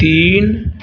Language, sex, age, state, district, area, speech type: Hindi, male, 60+, Uttar Pradesh, Azamgarh, rural, read